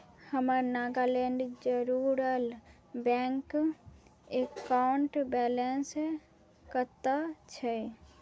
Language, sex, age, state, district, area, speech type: Maithili, female, 18-30, Bihar, Madhubani, rural, read